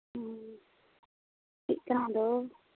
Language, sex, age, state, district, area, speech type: Santali, female, 18-30, West Bengal, Uttar Dinajpur, rural, conversation